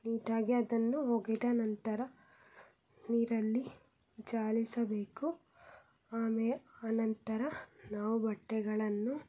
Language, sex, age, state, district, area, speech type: Kannada, female, 18-30, Karnataka, Chitradurga, rural, spontaneous